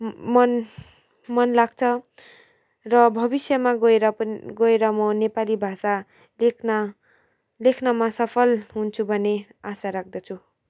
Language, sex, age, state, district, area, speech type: Nepali, female, 18-30, West Bengal, Kalimpong, rural, spontaneous